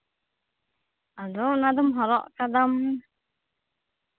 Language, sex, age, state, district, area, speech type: Santali, other, 18-30, West Bengal, Birbhum, rural, conversation